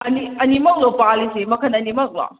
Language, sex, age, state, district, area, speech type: Manipuri, female, 18-30, Manipur, Kakching, rural, conversation